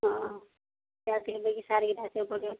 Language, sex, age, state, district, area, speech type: Odia, female, 45-60, Odisha, Gajapati, rural, conversation